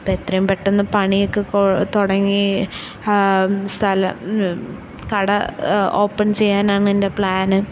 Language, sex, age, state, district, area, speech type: Malayalam, female, 18-30, Kerala, Thiruvananthapuram, urban, spontaneous